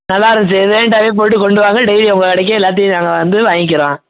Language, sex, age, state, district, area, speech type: Tamil, male, 18-30, Tamil Nadu, Madurai, rural, conversation